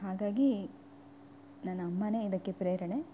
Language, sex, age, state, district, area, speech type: Kannada, female, 18-30, Karnataka, Udupi, rural, spontaneous